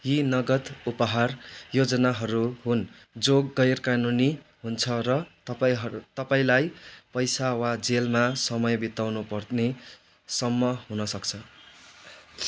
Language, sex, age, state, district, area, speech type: Nepali, male, 18-30, West Bengal, Darjeeling, rural, read